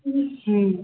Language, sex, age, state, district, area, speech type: Maithili, female, 30-45, Bihar, Muzaffarpur, urban, conversation